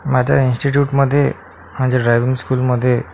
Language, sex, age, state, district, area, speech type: Marathi, male, 45-60, Maharashtra, Akola, urban, spontaneous